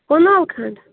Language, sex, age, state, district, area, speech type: Kashmiri, female, 18-30, Jammu and Kashmir, Bandipora, rural, conversation